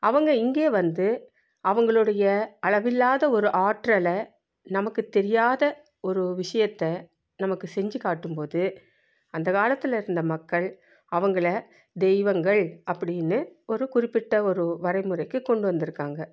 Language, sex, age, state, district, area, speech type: Tamil, female, 45-60, Tamil Nadu, Salem, rural, spontaneous